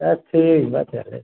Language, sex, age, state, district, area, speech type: Hindi, male, 30-45, Uttar Pradesh, Prayagraj, urban, conversation